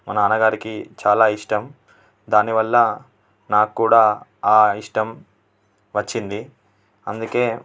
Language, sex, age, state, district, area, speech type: Telugu, male, 18-30, Telangana, Nalgonda, urban, spontaneous